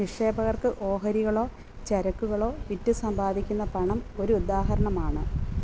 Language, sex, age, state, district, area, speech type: Malayalam, female, 30-45, Kerala, Alappuzha, rural, read